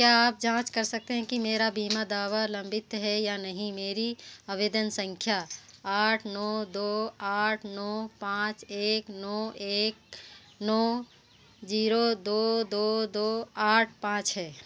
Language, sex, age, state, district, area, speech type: Hindi, female, 45-60, Madhya Pradesh, Seoni, urban, read